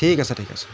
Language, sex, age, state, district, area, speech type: Assamese, male, 30-45, Assam, Jorhat, urban, spontaneous